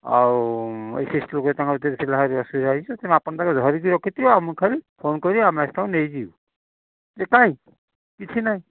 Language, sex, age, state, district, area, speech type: Odia, male, 60+, Odisha, Kalahandi, rural, conversation